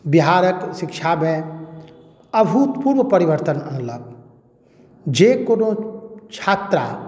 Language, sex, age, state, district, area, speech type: Maithili, male, 45-60, Bihar, Madhubani, urban, spontaneous